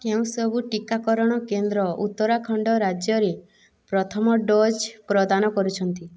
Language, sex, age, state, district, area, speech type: Odia, female, 18-30, Odisha, Boudh, rural, read